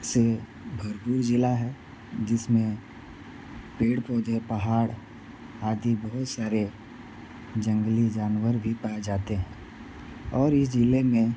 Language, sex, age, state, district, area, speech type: Hindi, male, 45-60, Uttar Pradesh, Sonbhadra, rural, spontaneous